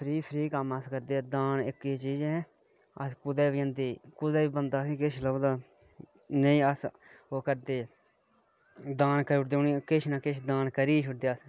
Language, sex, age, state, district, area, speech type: Dogri, male, 18-30, Jammu and Kashmir, Udhampur, rural, spontaneous